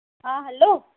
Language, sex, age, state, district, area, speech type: Sindhi, female, 45-60, Rajasthan, Ajmer, urban, conversation